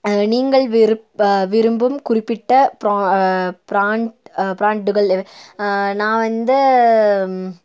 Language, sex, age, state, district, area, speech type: Tamil, female, 18-30, Tamil Nadu, Nilgiris, urban, spontaneous